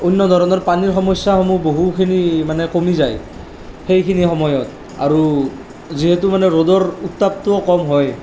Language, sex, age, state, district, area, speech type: Assamese, male, 18-30, Assam, Nalbari, rural, spontaneous